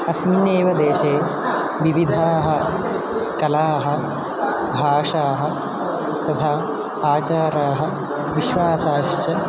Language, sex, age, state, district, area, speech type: Sanskrit, male, 18-30, Kerala, Thrissur, rural, spontaneous